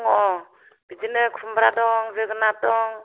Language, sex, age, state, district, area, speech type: Bodo, female, 30-45, Assam, Kokrajhar, rural, conversation